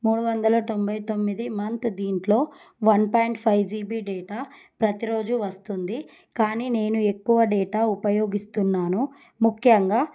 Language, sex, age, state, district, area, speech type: Telugu, female, 30-45, Telangana, Adilabad, rural, spontaneous